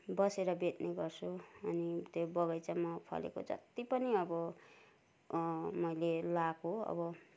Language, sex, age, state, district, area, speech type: Nepali, female, 60+, West Bengal, Kalimpong, rural, spontaneous